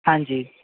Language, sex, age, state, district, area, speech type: Punjabi, male, 18-30, Punjab, Bathinda, rural, conversation